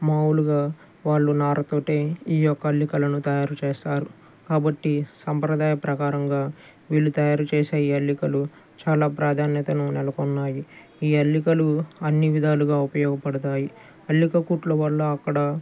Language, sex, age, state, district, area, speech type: Telugu, male, 30-45, Andhra Pradesh, Guntur, urban, spontaneous